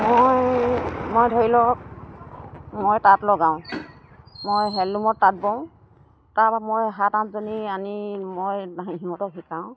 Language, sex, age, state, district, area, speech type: Assamese, female, 60+, Assam, Dibrugarh, rural, spontaneous